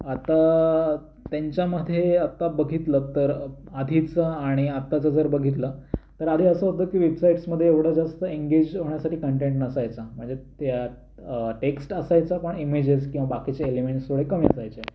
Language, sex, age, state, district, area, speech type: Marathi, male, 18-30, Maharashtra, Raigad, rural, spontaneous